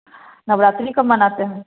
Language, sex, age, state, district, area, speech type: Hindi, female, 30-45, Bihar, Samastipur, urban, conversation